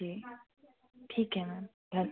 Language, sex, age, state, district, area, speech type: Hindi, female, 18-30, Madhya Pradesh, Betul, rural, conversation